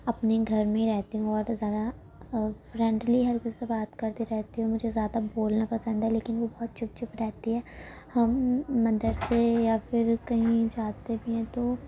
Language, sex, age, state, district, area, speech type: Urdu, female, 18-30, Uttar Pradesh, Gautam Buddha Nagar, urban, spontaneous